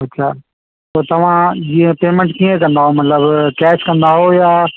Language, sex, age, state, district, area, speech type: Sindhi, male, 30-45, Delhi, South Delhi, urban, conversation